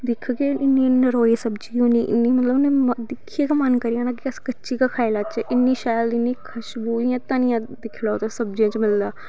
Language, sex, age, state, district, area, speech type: Dogri, female, 18-30, Jammu and Kashmir, Samba, rural, spontaneous